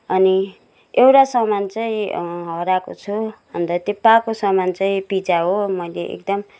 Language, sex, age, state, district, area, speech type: Nepali, female, 60+, West Bengal, Kalimpong, rural, spontaneous